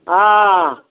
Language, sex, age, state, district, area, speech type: Maithili, male, 60+, Bihar, Darbhanga, rural, conversation